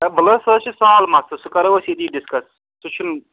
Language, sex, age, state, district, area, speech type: Kashmiri, male, 30-45, Jammu and Kashmir, Srinagar, urban, conversation